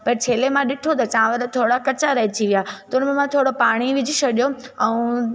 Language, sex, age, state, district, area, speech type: Sindhi, female, 18-30, Gujarat, Junagadh, urban, spontaneous